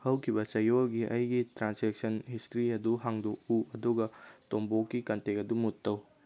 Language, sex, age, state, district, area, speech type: Manipuri, male, 18-30, Manipur, Kangpokpi, urban, read